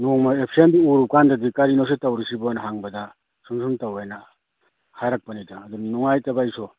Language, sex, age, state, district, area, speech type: Manipuri, male, 60+, Manipur, Kakching, rural, conversation